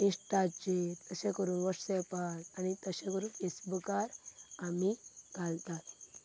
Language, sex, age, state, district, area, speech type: Goan Konkani, female, 18-30, Goa, Quepem, rural, spontaneous